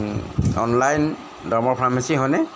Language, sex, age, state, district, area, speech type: Assamese, male, 60+, Assam, Golaghat, urban, spontaneous